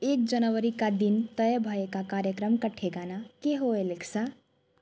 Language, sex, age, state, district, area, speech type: Nepali, female, 18-30, West Bengal, Darjeeling, rural, read